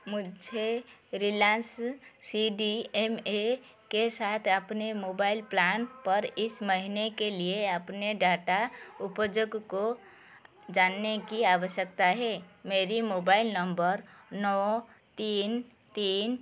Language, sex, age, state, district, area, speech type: Hindi, female, 45-60, Madhya Pradesh, Chhindwara, rural, read